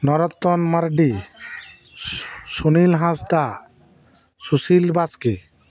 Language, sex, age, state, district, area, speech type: Santali, male, 45-60, West Bengal, Dakshin Dinajpur, rural, spontaneous